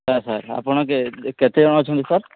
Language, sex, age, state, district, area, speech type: Odia, male, 30-45, Odisha, Sambalpur, rural, conversation